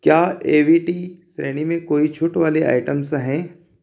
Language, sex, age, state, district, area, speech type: Hindi, male, 30-45, Madhya Pradesh, Ujjain, urban, read